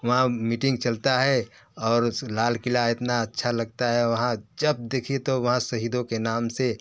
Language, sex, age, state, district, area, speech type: Hindi, male, 45-60, Uttar Pradesh, Varanasi, urban, spontaneous